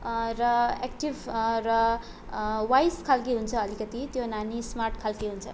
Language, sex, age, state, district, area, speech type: Nepali, female, 18-30, West Bengal, Darjeeling, rural, spontaneous